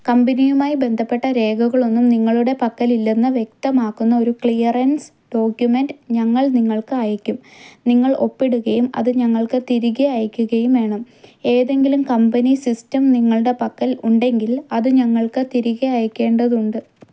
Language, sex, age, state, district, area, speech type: Malayalam, female, 18-30, Kerala, Idukki, rural, read